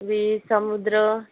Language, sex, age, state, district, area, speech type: Marathi, female, 60+, Maharashtra, Yavatmal, rural, conversation